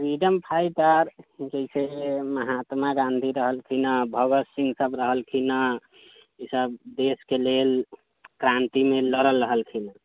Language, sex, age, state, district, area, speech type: Maithili, male, 30-45, Bihar, Sitamarhi, urban, conversation